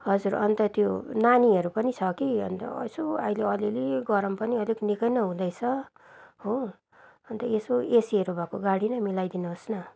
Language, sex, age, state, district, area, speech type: Nepali, female, 30-45, West Bengal, Darjeeling, rural, spontaneous